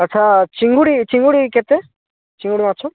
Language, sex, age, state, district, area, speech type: Odia, male, 18-30, Odisha, Bhadrak, rural, conversation